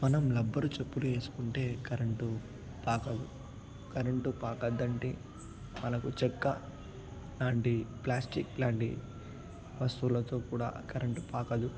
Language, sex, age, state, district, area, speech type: Telugu, male, 18-30, Telangana, Nalgonda, urban, spontaneous